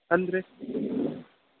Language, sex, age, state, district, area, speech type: Kannada, male, 18-30, Karnataka, Shimoga, rural, conversation